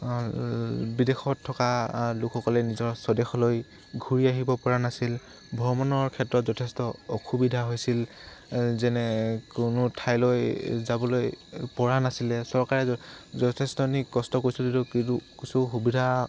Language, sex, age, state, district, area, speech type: Assamese, male, 18-30, Assam, Tinsukia, urban, spontaneous